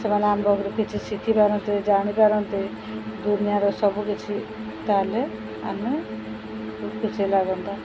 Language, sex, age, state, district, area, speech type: Odia, female, 45-60, Odisha, Sundergarh, rural, spontaneous